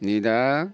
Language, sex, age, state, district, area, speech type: Bodo, male, 45-60, Assam, Baksa, urban, spontaneous